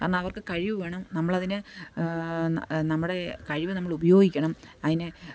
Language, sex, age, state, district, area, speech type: Malayalam, female, 45-60, Kerala, Pathanamthitta, rural, spontaneous